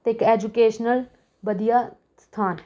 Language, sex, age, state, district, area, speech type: Punjabi, female, 18-30, Punjab, Rupnagar, urban, spontaneous